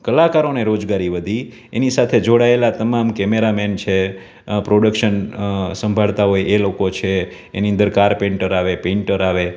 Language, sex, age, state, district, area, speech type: Gujarati, male, 30-45, Gujarat, Rajkot, urban, spontaneous